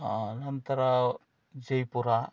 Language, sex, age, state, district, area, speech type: Kannada, male, 60+, Karnataka, Shimoga, rural, spontaneous